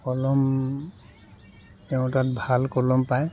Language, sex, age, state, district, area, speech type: Assamese, male, 45-60, Assam, Dhemaji, rural, spontaneous